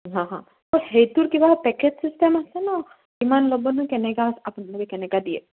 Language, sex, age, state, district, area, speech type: Assamese, female, 18-30, Assam, Kamrup Metropolitan, urban, conversation